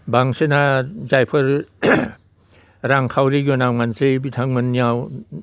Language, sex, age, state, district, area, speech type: Bodo, male, 60+, Assam, Udalguri, rural, spontaneous